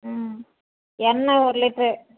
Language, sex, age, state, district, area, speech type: Tamil, female, 45-60, Tamil Nadu, Salem, rural, conversation